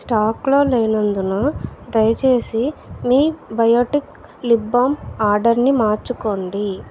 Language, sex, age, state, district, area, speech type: Telugu, female, 30-45, Andhra Pradesh, Vizianagaram, rural, read